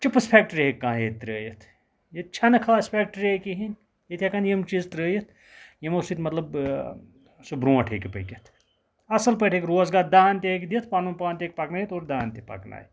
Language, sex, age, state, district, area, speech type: Kashmiri, male, 60+, Jammu and Kashmir, Ganderbal, rural, spontaneous